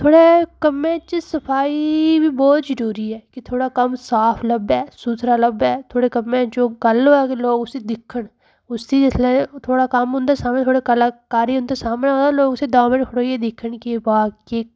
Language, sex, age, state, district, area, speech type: Dogri, female, 30-45, Jammu and Kashmir, Udhampur, urban, spontaneous